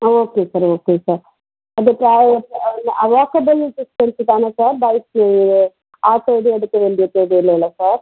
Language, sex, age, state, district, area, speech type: Tamil, female, 30-45, Tamil Nadu, Pudukkottai, urban, conversation